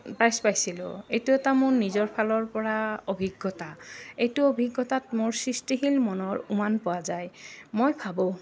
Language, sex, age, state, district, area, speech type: Assamese, female, 30-45, Assam, Goalpara, urban, spontaneous